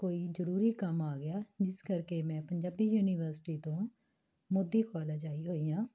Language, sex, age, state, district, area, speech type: Punjabi, female, 30-45, Punjab, Patiala, urban, spontaneous